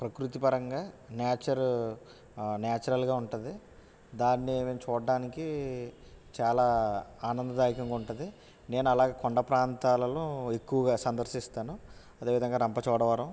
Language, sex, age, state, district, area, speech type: Telugu, male, 30-45, Andhra Pradesh, West Godavari, rural, spontaneous